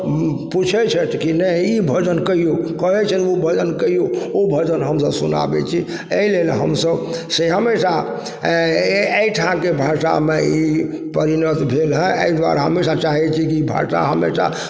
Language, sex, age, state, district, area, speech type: Maithili, male, 60+, Bihar, Supaul, rural, spontaneous